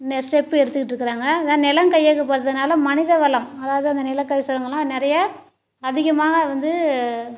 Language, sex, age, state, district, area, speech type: Tamil, female, 60+, Tamil Nadu, Cuddalore, rural, spontaneous